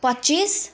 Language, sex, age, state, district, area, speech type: Nepali, female, 18-30, West Bengal, Jalpaiguri, urban, spontaneous